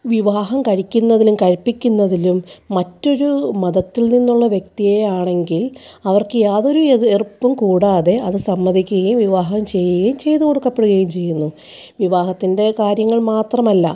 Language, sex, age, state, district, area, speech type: Malayalam, female, 30-45, Kerala, Kottayam, rural, spontaneous